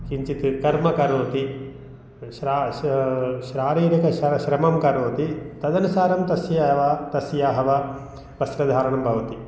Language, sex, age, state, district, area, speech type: Sanskrit, male, 45-60, Telangana, Mahbubnagar, rural, spontaneous